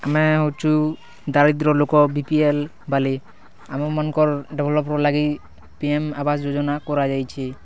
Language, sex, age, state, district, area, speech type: Odia, male, 18-30, Odisha, Kalahandi, rural, spontaneous